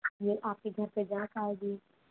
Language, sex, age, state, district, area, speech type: Hindi, female, 30-45, Uttar Pradesh, Ayodhya, rural, conversation